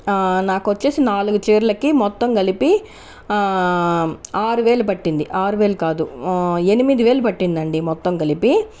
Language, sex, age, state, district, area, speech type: Telugu, other, 30-45, Andhra Pradesh, Chittoor, rural, spontaneous